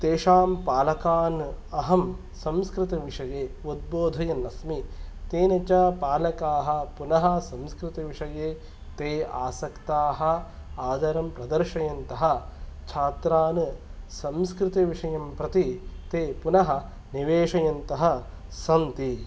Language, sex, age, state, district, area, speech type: Sanskrit, male, 30-45, Karnataka, Kolar, rural, spontaneous